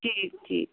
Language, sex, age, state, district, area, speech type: Hindi, female, 60+, Uttar Pradesh, Jaunpur, urban, conversation